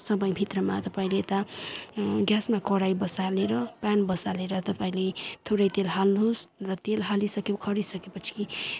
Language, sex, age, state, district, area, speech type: Nepali, female, 30-45, West Bengal, Kalimpong, rural, spontaneous